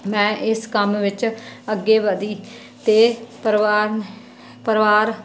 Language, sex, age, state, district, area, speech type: Punjabi, female, 30-45, Punjab, Muktsar, urban, spontaneous